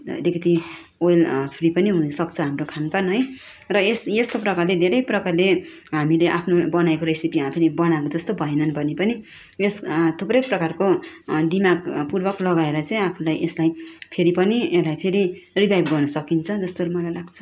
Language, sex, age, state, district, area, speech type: Nepali, female, 30-45, West Bengal, Darjeeling, rural, spontaneous